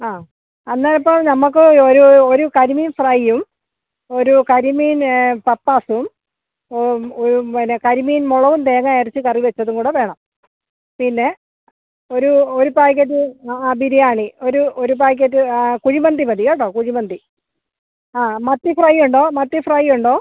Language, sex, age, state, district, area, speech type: Malayalam, female, 45-60, Kerala, Alappuzha, rural, conversation